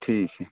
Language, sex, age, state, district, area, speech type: Hindi, male, 30-45, Madhya Pradesh, Seoni, urban, conversation